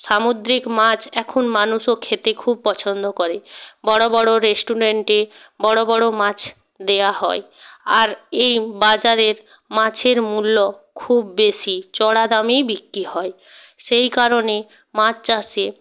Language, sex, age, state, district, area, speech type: Bengali, female, 30-45, West Bengal, North 24 Parganas, rural, spontaneous